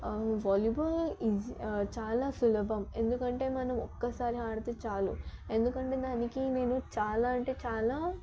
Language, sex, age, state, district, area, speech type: Telugu, female, 18-30, Telangana, Yadadri Bhuvanagiri, urban, spontaneous